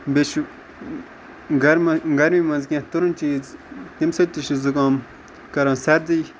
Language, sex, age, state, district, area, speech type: Kashmiri, male, 18-30, Jammu and Kashmir, Ganderbal, rural, spontaneous